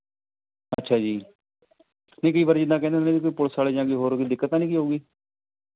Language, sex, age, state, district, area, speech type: Punjabi, male, 30-45, Punjab, Mohali, urban, conversation